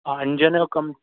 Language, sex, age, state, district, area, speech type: Sindhi, male, 18-30, Rajasthan, Ajmer, urban, conversation